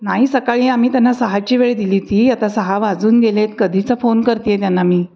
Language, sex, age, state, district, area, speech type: Marathi, female, 60+, Maharashtra, Pune, urban, spontaneous